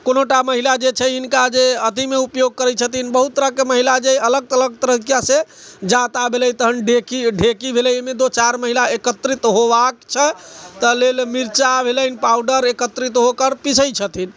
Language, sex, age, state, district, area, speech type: Maithili, male, 60+, Bihar, Sitamarhi, rural, spontaneous